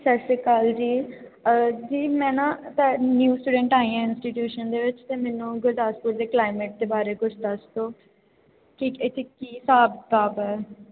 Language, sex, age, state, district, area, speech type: Punjabi, female, 18-30, Punjab, Gurdaspur, urban, conversation